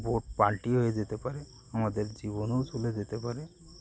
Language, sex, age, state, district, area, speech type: Bengali, male, 30-45, West Bengal, Birbhum, urban, spontaneous